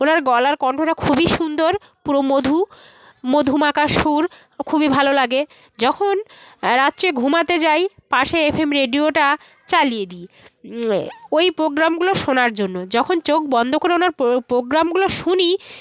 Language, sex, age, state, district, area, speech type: Bengali, female, 30-45, West Bengal, South 24 Parganas, rural, spontaneous